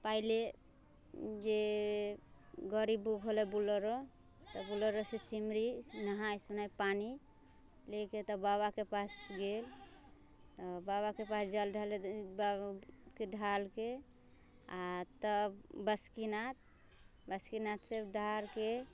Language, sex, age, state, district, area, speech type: Maithili, female, 18-30, Bihar, Muzaffarpur, rural, spontaneous